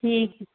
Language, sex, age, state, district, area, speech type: Bengali, female, 60+, West Bengal, Nadia, rural, conversation